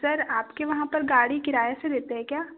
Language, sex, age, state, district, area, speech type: Hindi, female, 18-30, Madhya Pradesh, Betul, rural, conversation